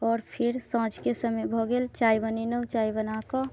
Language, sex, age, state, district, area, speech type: Maithili, female, 30-45, Bihar, Muzaffarpur, rural, spontaneous